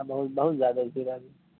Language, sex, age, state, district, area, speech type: Urdu, male, 30-45, Bihar, Supaul, urban, conversation